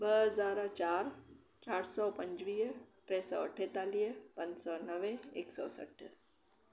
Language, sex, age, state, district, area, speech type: Sindhi, female, 45-60, Maharashtra, Thane, urban, spontaneous